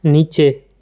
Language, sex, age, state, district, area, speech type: Gujarati, male, 18-30, Gujarat, Surat, rural, read